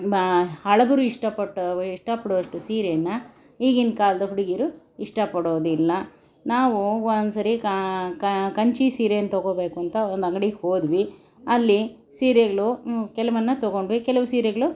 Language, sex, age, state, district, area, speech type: Kannada, female, 60+, Karnataka, Bangalore Urban, urban, spontaneous